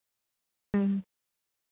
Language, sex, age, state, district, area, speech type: Santali, female, 30-45, Jharkhand, Seraikela Kharsawan, rural, conversation